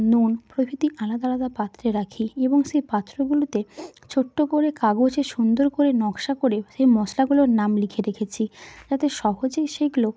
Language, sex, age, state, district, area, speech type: Bengali, female, 18-30, West Bengal, Hooghly, urban, spontaneous